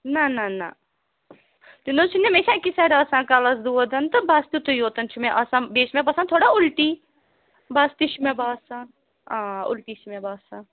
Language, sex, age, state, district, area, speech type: Kashmiri, female, 45-60, Jammu and Kashmir, Srinagar, urban, conversation